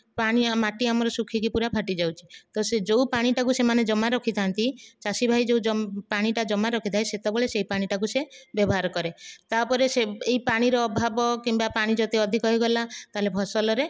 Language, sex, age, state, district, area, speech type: Odia, female, 45-60, Odisha, Dhenkanal, rural, spontaneous